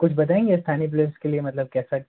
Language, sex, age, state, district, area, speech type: Hindi, male, 45-60, Madhya Pradesh, Bhopal, urban, conversation